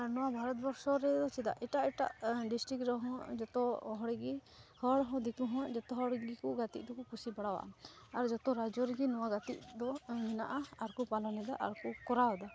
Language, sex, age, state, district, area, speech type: Santali, female, 18-30, West Bengal, Malda, rural, spontaneous